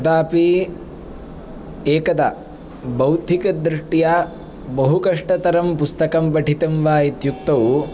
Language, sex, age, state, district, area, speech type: Sanskrit, male, 18-30, Andhra Pradesh, Palnadu, rural, spontaneous